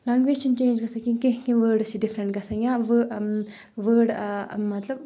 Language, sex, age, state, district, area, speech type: Kashmiri, female, 30-45, Jammu and Kashmir, Kupwara, rural, spontaneous